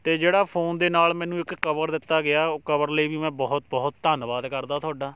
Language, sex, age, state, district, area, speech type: Punjabi, male, 18-30, Punjab, Shaheed Bhagat Singh Nagar, rural, spontaneous